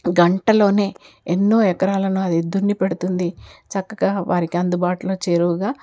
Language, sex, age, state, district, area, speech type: Telugu, female, 60+, Telangana, Ranga Reddy, rural, spontaneous